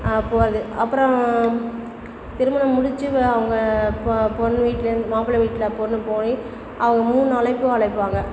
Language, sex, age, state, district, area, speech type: Tamil, female, 60+, Tamil Nadu, Perambalur, rural, spontaneous